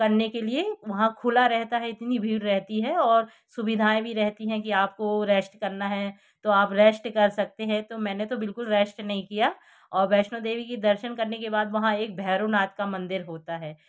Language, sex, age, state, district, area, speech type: Hindi, female, 60+, Madhya Pradesh, Jabalpur, urban, spontaneous